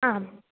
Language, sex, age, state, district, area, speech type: Malayalam, female, 30-45, Kerala, Idukki, rural, conversation